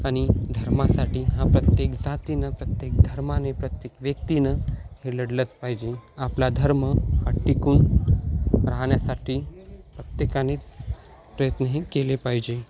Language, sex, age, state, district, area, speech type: Marathi, male, 18-30, Maharashtra, Hingoli, urban, spontaneous